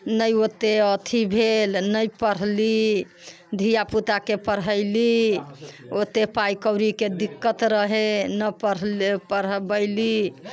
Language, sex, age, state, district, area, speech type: Maithili, female, 60+, Bihar, Muzaffarpur, rural, spontaneous